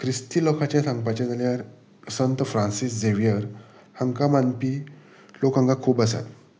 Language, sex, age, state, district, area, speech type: Goan Konkani, male, 30-45, Goa, Salcete, rural, spontaneous